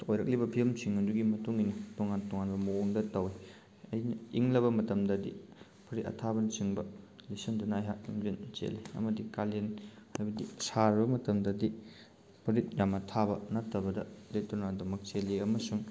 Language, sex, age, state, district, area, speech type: Manipuri, male, 18-30, Manipur, Thoubal, rural, spontaneous